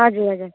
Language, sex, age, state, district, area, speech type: Nepali, female, 18-30, West Bengal, Darjeeling, rural, conversation